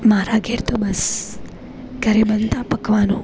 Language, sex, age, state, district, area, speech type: Gujarati, female, 18-30, Gujarat, Junagadh, urban, spontaneous